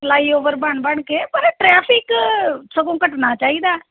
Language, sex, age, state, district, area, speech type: Punjabi, female, 45-60, Punjab, Amritsar, urban, conversation